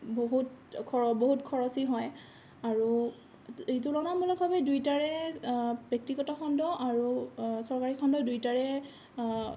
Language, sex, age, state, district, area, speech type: Assamese, female, 18-30, Assam, Kamrup Metropolitan, rural, spontaneous